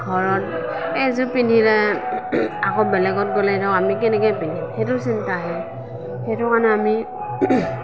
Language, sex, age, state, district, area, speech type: Assamese, female, 45-60, Assam, Morigaon, rural, spontaneous